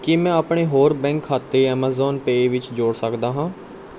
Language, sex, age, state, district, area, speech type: Punjabi, male, 18-30, Punjab, Bathinda, urban, read